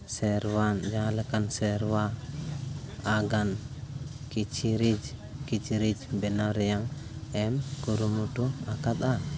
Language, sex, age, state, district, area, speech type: Santali, male, 18-30, Jharkhand, East Singhbhum, rural, spontaneous